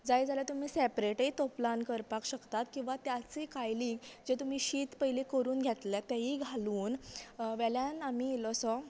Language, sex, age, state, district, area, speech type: Goan Konkani, female, 18-30, Goa, Canacona, rural, spontaneous